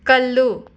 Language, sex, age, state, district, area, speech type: Manipuri, female, 45-60, Manipur, Imphal West, urban, read